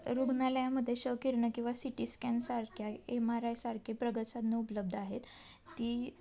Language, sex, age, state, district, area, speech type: Marathi, female, 18-30, Maharashtra, Satara, urban, spontaneous